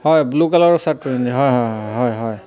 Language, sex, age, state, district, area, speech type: Assamese, male, 30-45, Assam, Charaideo, urban, spontaneous